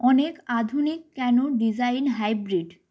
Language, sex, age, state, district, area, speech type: Bengali, female, 18-30, West Bengal, North 24 Parganas, rural, read